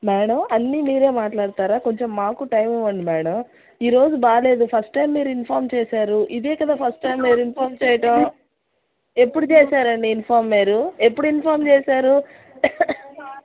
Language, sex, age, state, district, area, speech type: Telugu, female, 30-45, Andhra Pradesh, Bapatla, rural, conversation